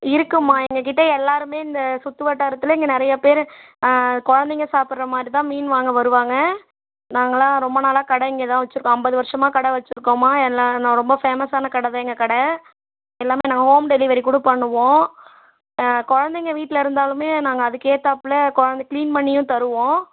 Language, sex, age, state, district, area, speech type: Tamil, female, 18-30, Tamil Nadu, Kallakurichi, urban, conversation